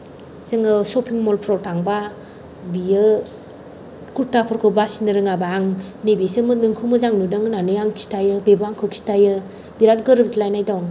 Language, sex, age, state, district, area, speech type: Bodo, female, 30-45, Assam, Kokrajhar, rural, spontaneous